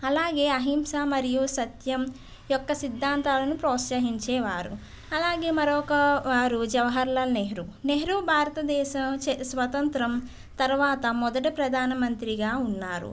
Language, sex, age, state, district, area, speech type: Telugu, female, 45-60, Andhra Pradesh, East Godavari, urban, spontaneous